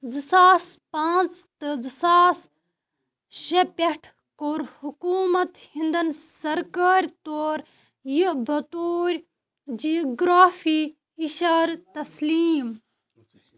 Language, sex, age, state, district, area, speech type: Kashmiri, female, 45-60, Jammu and Kashmir, Baramulla, rural, read